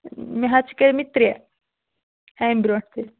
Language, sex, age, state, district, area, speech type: Kashmiri, female, 30-45, Jammu and Kashmir, Anantnag, rural, conversation